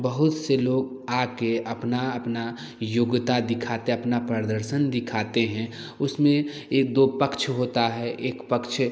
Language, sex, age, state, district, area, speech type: Hindi, male, 18-30, Bihar, Samastipur, rural, spontaneous